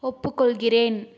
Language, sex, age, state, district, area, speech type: Tamil, female, 18-30, Tamil Nadu, Nilgiris, urban, read